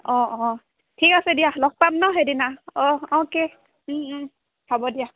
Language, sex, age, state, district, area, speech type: Assamese, female, 45-60, Assam, Dibrugarh, rural, conversation